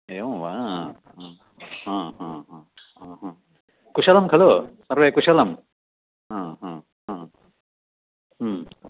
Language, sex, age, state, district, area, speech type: Sanskrit, male, 60+, Karnataka, Dakshina Kannada, rural, conversation